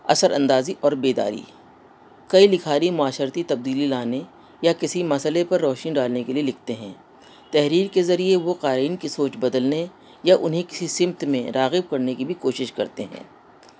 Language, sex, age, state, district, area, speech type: Urdu, female, 60+, Delhi, North East Delhi, urban, spontaneous